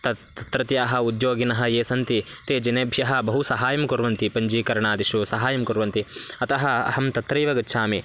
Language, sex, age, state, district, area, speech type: Sanskrit, male, 18-30, Karnataka, Bagalkot, rural, spontaneous